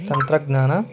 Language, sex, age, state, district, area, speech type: Kannada, male, 45-60, Karnataka, Tumkur, urban, spontaneous